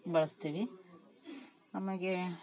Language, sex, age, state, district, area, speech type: Kannada, female, 30-45, Karnataka, Vijayanagara, rural, spontaneous